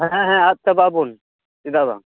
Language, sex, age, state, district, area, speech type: Santali, male, 18-30, West Bengal, Purba Bardhaman, rural, conversation